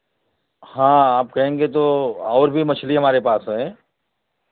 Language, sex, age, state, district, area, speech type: Hindi, male, 45-60, Uttar Pradesh, Varanasi, rural, conversation